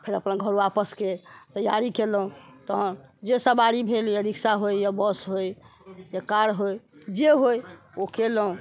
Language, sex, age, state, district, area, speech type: Maithili, female, 60+, Bihar, Sitamarhi, urban, spontaneous